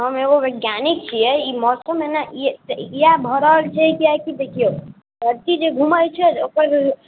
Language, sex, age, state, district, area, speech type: Maithili, male, 18-30, Bihar, Muzaffarpur, urban, conversation